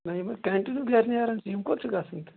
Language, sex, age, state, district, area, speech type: Kashmiri, male, 30-45, Jammu and Kashmir, Shopian, rural, conversation